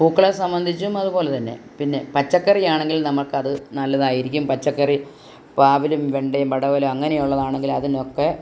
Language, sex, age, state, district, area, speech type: Malayalam, female, 60+, Kerala, Kottayam, rural, spontaneous